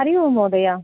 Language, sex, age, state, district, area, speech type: Sanskrit, female, 30-45, Karnataka, Dakshina Kannada, urban, conversation